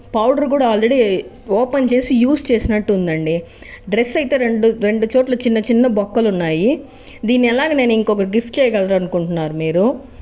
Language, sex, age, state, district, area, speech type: Telugu, female, 45-60, Andhra Pradesh, Chittoor, rural, spontaneous